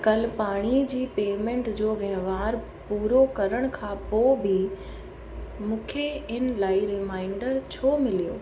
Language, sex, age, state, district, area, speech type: Sindhi, female, 30-45, Uttar Pradesh, Lucknow, urban, read